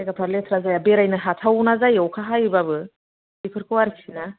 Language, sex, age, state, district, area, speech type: Bodo, female, 30-45, Assam, Kokrajhar, rural, conversation